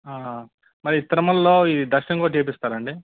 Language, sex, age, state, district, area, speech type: Telugu, male, 30-45, Andhra Pradesh, Guntur, urban, conversation